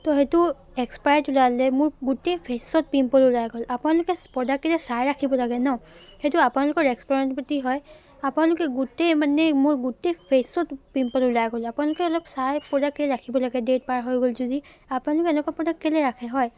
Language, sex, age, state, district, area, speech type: Assamese, female, 30-45, Assam, Charaideo, urban, spontaneous